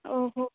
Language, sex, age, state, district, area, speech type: Sanskrit, female, 18-30, Maharashtra, Nagpur, urban, conversation